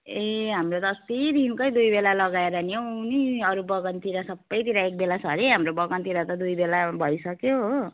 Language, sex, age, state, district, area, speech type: Nepali, female, 45-60, West Bengal, Jalpaiguri, urban, conversation